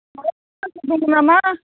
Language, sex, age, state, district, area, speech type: Bodo, female, 60+, Assam, Chirang, rural, conversation